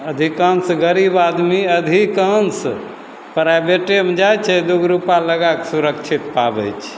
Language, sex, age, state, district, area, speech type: Maithili, male, 60+, Bihar, Begusarai, urban, spontaneous